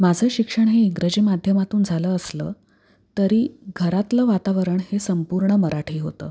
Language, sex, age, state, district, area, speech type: Marathi, female, 30-45, Maharashtra, Pune, urban, spontaneous